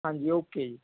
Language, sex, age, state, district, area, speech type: Punjabi, male, 30-45, Punjab, Barnala, rural, conversation